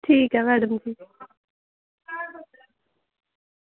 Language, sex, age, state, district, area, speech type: Dogri, female, 18-30, Jammu and Kashmir, Samba, rural, conversation